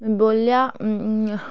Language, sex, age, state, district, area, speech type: Dogri, female, 18-30, Jammu and Kashmir, Reasi, rural, spontaneous